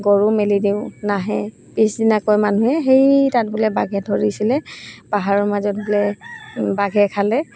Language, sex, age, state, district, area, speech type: Assamese, female, 30-45, Assam, Charaideo, rural, spontaneous